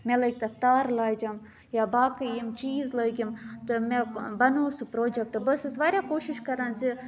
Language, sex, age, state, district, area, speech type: Kashmiri, female, 30-45, Jammu and Kashmir, Budgam, rural, spontaneous